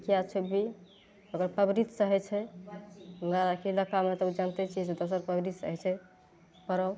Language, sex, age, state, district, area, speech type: Maithili, female, 45-60, Bihar, Madhepura, rural, spontaneous